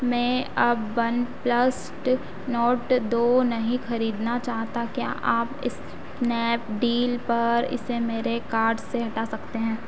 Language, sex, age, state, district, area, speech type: Hindi, female, 30-45, Madhya Pradesh, Harda, urban, read